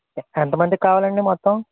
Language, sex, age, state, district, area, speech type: Telugu, male, 30-45, Andhra Pradesh, N T Rama Rao, urban, conversation